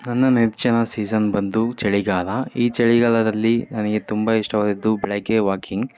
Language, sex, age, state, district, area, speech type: Kannada, male, 30-45, Karnataka, Davanagere, rural, spontaneous